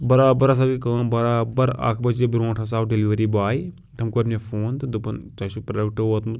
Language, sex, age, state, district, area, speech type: Kashmiri, male, 18-30, Jammu and Kashmir, Pulwama, rural, spontaneous